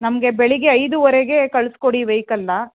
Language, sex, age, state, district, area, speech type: Kannada, female, 18-30, Karnataka, Mandya, rural, conversation